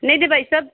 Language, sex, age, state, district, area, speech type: Punjabi, female, 45-60, Punjab, Fazilka, rural, conversation